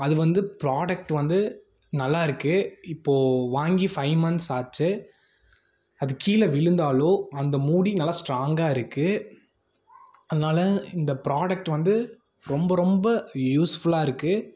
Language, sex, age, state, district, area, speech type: Tamil, male, 18-30, Tamil Nadu, Coimbatore, rural, spontaneous